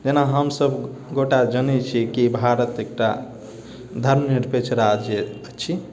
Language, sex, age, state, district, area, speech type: Maithili, male, 18-30, Bihar, Sitamarhi, urban, spontaneous